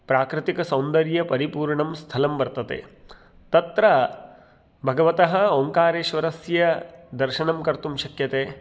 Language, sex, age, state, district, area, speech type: Sanskrit, male, 45-60, Madhya Pradesh, Indore, rural, spontaneous